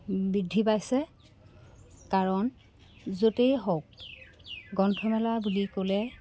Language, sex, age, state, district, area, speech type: Assamese, female, 30-45, Assam, Jorhat, urban, spontaneous